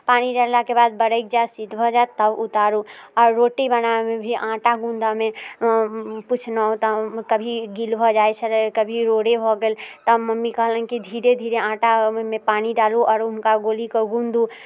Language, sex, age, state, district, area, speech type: Maithili, female, 18-30, Bihar, Muzaffarpur, rural, spontaneous